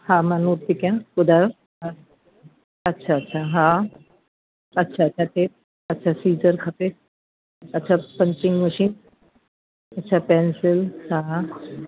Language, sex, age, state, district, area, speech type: Sindhi, female, 60+, Delhi, South Delhi, urban, conversation